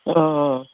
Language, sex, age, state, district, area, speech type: Assamese, male, 60+, Assam, Golaghat, rural, conversation